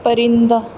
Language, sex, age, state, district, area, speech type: Urdu, female, 18-30, Uttar Pradesh, Aligarh, urban, read